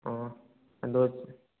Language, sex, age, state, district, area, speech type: Manipuri, male, 30-45, Manipur, Thoubal, rural, conversation